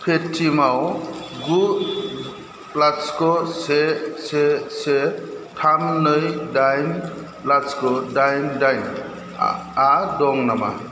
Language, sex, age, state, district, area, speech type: Bodo, male, 45-60, Assam, Chirang, urban, read